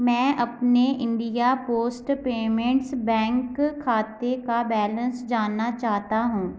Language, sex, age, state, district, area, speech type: Hindi, female, 18-30, Madhya Pradesh, Gwalior, rural, read